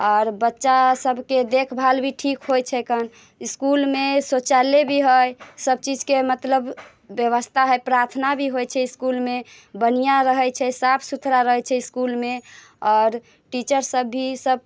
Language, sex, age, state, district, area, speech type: Maithili, female, 30-45, Bihar, Muzaffarpur, rural, spontaneous